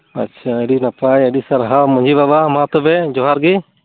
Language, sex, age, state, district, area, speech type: Santali, male, 30-45, West Bengal, Uttar Dinajpur, rural, conversation